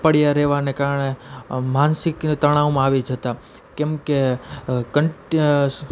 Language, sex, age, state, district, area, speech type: Gujarati, male, 30-45, Gujarat, Rajkot, urban, spontaneous